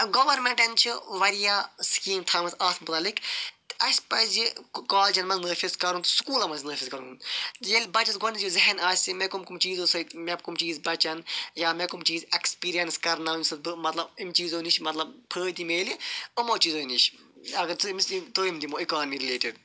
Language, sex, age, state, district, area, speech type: Kashmiri, male, 45-60, Jammu and Kashmir, Ganderbal, urban, spontaneous